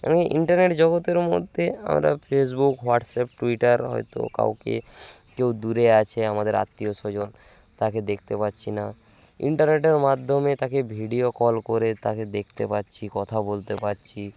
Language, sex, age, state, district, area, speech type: Bengali, male, 18-30, West Bengal, Bankura, rural, spontaneous